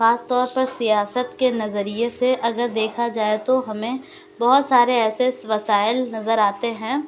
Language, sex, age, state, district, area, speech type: Urdu, female, 18-30, Uttar Pradesh, Lucknow, urban, spontaneous